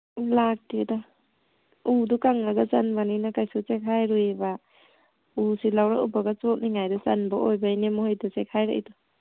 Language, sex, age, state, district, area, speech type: Manipuri, female, 30-45, Manipur, Imphal East, rural, conversation